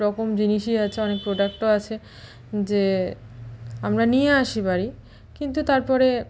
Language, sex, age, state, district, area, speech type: Bengali, female, 30-45, West Bengal, Malda, rural, spontaneous